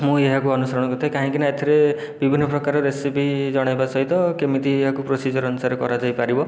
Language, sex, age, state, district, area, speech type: Odia, male, 30-45, Odisha, Khordha, rural, spontaneous